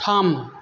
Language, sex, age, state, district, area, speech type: Bodo, male, 45-60, Assam, Chirang, urban, read